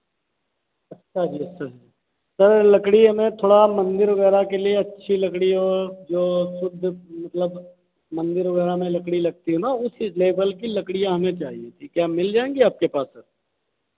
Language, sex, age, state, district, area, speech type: Hindi, male, 45-60, Uttar Pradesh, Hardoi, rural, conversation